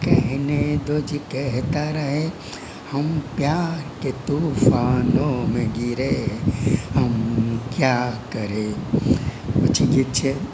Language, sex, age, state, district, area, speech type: Gujarati, male, 60+, Gujarat, Rajkot, rural, spontaneous